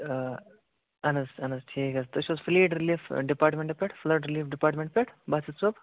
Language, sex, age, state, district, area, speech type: Kashmiri, male, 18-30, Jammu and Kashmir, Bandipora, rural, conversation